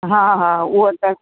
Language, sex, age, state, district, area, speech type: Sindhi, female, 60+, Uttar Pradesh, Lucknow, rural, conversation